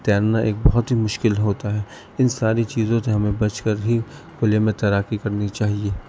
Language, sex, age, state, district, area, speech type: Urdu, male, 18-30, Delhi, East Delhi, urban, spontaneous